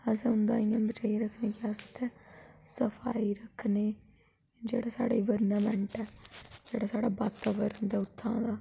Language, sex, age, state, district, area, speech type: Dogri, female, 18-30, Jammu and Kashmir, Udhampur, rural, spontaneous